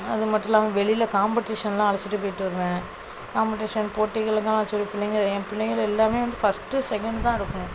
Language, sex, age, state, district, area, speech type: Tamil, female, 18-30, Tamil Nadu, Thoothukudi, rural, spontaneous